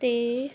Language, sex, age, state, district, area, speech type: Punjabi, female, 30-45, Punjab, Mansa, urban, read